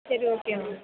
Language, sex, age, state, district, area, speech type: Tamil, female, 18-30, Tamil Nadu, Pudukkottai, rural, conversation